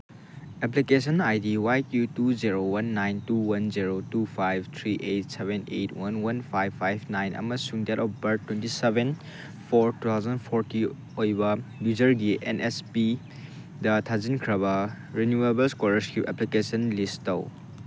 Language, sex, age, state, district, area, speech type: Manipuri, male, 18-30, Manipur, Chandel, rural, read